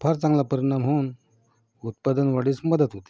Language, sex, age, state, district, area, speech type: Marathi, male, 45-60, Maharashtra, Yavatmal, rural, spontaneous